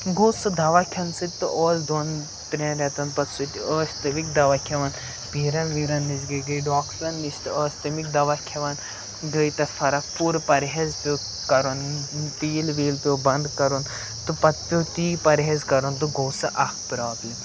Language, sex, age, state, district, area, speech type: Kashmiri, male, 18-30, Jammu and Kashmir, Pulwama, urban, spontaneous